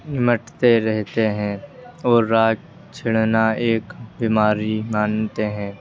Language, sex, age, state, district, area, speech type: Urdu, male, 18-30, Uttar Pradesh, Ghaziabad, urban, spontaneous